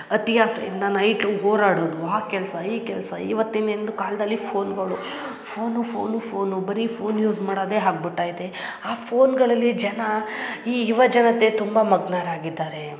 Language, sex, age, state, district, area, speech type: Kannada, female, 30-45, Karnataka, Hassan, rural, spontaneous